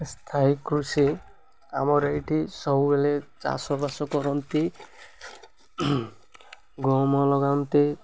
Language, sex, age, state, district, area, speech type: Odia, male, 18-30, Odisha, Malkangiri, urban, spontaneous